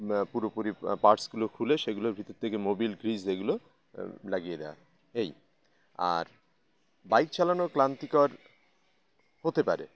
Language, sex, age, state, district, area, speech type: Bengali, male, 30-45, West Bengal, Howrah, urban, spontaneous